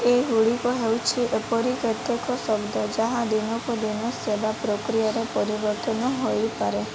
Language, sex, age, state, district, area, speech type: Odia, female, 18-30, Odisha, Sundergarh, urban, read